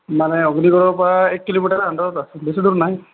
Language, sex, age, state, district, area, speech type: Assamese, male, 18-30, Assam, Sonitpur, rural, conversation